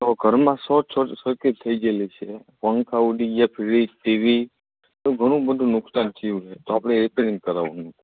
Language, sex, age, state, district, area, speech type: Gujarati, male, 18-30, Gujarat, Morbi, rural, conversation